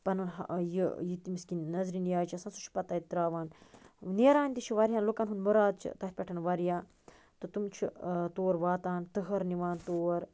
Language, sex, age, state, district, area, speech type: Kashmiri, female, 30-45, Jammu and Kashmir, Baramulla, rural, spontaneous